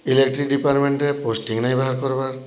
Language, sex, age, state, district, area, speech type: Odia, male, 60+, Odisha, Boudh, rural, spontaneous